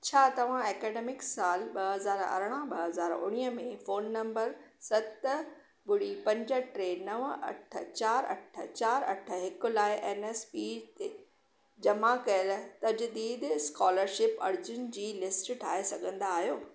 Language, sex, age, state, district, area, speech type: Sindhi, female, 45-60, Maharashtra, Thane, urban, read